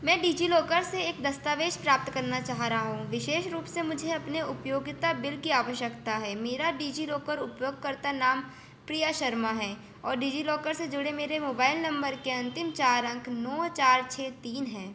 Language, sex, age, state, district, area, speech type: Hindi, female, 18-30, Madhya Pradesh, Chhindwara, urban, read